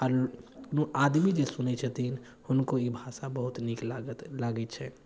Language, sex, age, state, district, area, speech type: Maithili, male, 18-30, Bihar, Darbhanga, rural, spontaneous